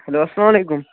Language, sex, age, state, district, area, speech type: Kashmiri, male, 18-30, Jammu and Kashmir, Baramulla, rural, conversation